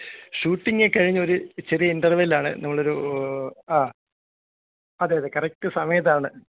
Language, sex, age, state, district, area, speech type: Malayalam, male, 60+, Kerala, Kottayam, urban, conversation